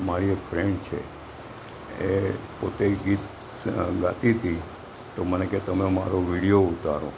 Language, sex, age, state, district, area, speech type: Gujarati, male, 60+, Gujarat, Valsad, rural, spontaneous